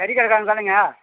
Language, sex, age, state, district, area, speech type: Tamil, male, 45-60, Tamil Nadu, Tiruvannamalai, rural, conversation